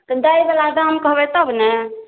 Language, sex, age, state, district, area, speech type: Maithili, female, 18-30, Bihar, Samastipur, rural, conversation